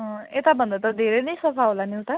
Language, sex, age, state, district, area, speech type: Nepali, female, 30-45, West Bengal, Jalpaiguri, urban, conversation